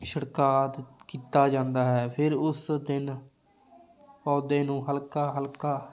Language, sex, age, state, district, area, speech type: Punjabi, male, 18-30, Punjab, Fatehgarh Sahib, rural, spontaneous